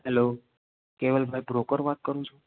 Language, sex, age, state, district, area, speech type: Gujarati, male, 18-30, Gujarat, Ahmedabad, rural, conversation